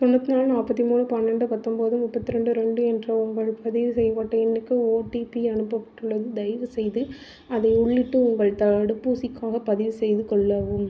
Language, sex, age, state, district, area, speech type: Tamil, female, 18-30, Tamil Nadu, Tiruvarur, urban, read